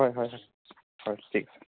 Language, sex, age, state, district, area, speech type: Assamese, male, 18-30, Assam, Sonitpur, rural, conversation